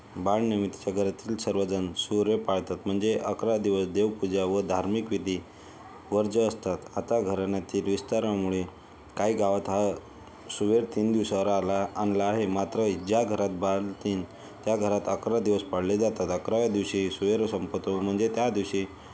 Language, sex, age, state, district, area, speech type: Marathi, male, 18-30, Maharashtra, Yavatmal, rural, spontaneous